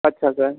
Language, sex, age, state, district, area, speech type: Hindi, male, 45-60, Uttar Pradesh, Sonbhadra, rural, conversation